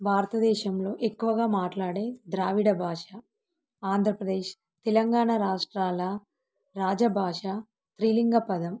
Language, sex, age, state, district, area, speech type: Telugu, female, 30-45, Telangana, Warangal, rural, spontaneous